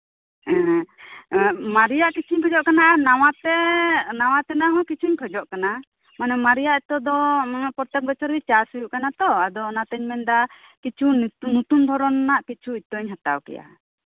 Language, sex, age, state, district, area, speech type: Santali, female, 30-45, West Bengal, Birbhum, rural, conversation